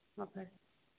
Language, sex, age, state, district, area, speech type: Manipuri, female, 30-45, Manipur, Thoubal, rural, conversation